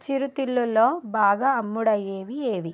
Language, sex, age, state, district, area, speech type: Telugu, female, 18-30, Telangana, Nalgonda, rural, read